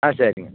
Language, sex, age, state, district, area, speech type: Tamil, male, 60+, Tamil Nadu, Tiruvarur, rural, conversation